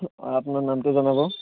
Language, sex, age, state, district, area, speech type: Assamese, male, 18-30, Assam, Barpeta, rural, conversation